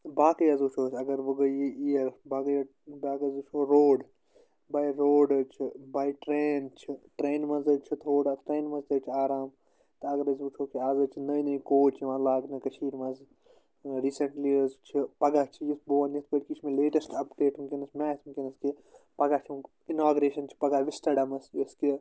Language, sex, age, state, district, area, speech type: Kashmiri, male, 18-30, Jammu and Kashmir, Anantnag, rural, spontaneous